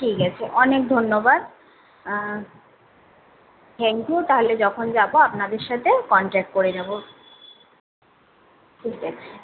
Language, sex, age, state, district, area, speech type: Bengali, female, 18-30, West Bengal, Kolkata, urban, conversation